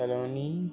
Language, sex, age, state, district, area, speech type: Marathi, male, 30-45, Maharashtra, Thane, urban, spontaneous